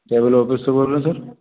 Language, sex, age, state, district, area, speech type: Hindi, male, 45-60, Madhya Pradesh, Gwalior, urban, conversation